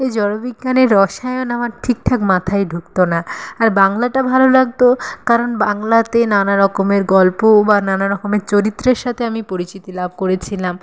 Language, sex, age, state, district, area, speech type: Bengali, female, 30-45, West Bengal, Nadia, rural, spontaneous